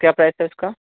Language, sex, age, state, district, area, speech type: Hindi, male, 30-45, Uttar Pradesh, Hardoi, rural, conversation